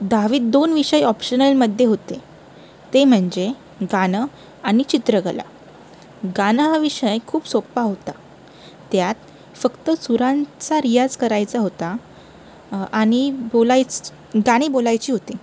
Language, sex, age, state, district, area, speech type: Marathi, female, 18-30, Maharashtra, Sindhudurg, rural, spontaneous